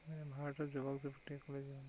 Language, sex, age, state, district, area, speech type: Assamese, male, 18-30, Assam, Tinsukia, urban, spontaneous